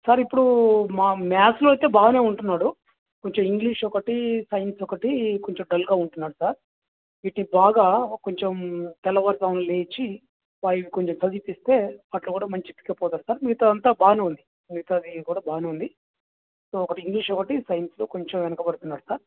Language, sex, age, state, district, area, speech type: Telugu, male, 30-45, Andhra Pradesh, Krishna, urban, conversation